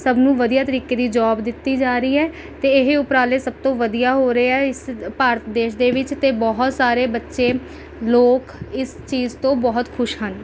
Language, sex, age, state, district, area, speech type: Punjabi, female, 18-30, Punjab, Rupnagar, rural, spontaneous